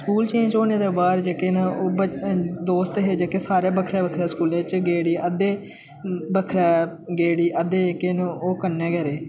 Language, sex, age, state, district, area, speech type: Dogri, male, 18-30, Jammu and Kashmir, Udhampur, rural, spontaneous